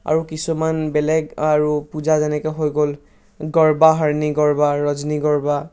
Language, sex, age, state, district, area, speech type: Assamese, male, 18-30, Assam, Charaideo, urban, spontaneous